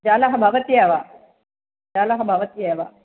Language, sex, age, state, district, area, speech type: Sanskrit, female, 45-60, Andhra Pradesh, East Godavari, urban, conversation